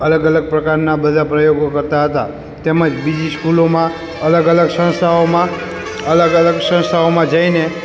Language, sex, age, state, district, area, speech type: Gujarati, male, 30-45, Gujarat, Morbi, urban, spontaneous